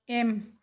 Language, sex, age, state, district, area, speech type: Bodo, female, 30-45, Assam, Chirang, rural, read